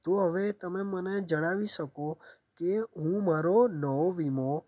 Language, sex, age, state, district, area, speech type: Gujarati, male, 18-30, Gujarat, Anand, rural, spontaneous